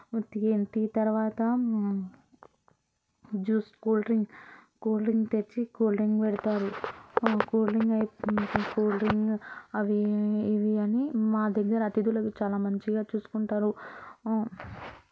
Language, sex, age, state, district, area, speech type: Telugu, female, 18-30, Telangana, Vikarabad, urban, spontaneous